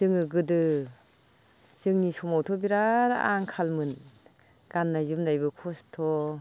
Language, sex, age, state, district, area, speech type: Bodo, female, 45-60, Assam, Baksa, rural, spontaneous